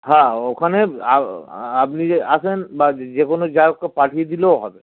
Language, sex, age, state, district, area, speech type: Bengali, male, 45-60, West Bengal, Dakshin Dinajpur, rural, conversation